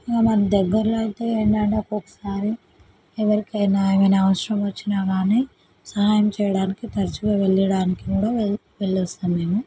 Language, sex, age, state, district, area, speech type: Telugu, female, 18-30, Telangana, Vikarabad, urban, spontaneous